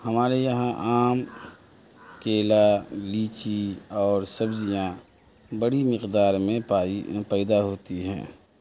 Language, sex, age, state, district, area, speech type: Urdu, male, 30-45, Bihar, Madhubani, rural, spontaneous